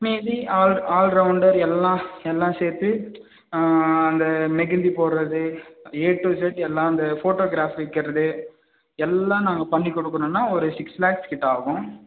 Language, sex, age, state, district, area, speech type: Tamil, male, 18-30, Tamil Nadu, Vellore, rural, conversation